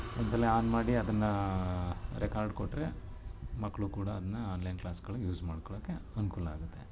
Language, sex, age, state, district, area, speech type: Kannada, male, 30-45, Karnataka, Mysore, urban, spontaneous